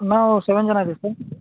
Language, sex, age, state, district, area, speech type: Kannada, male, 30-45, Karnataka, Raichur, rural, conversation